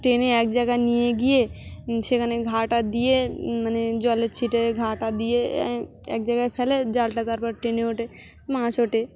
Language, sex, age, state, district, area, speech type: Bengali, female, 30-45, West Bengal, Dakshin Dinajpur, urban, spontaneous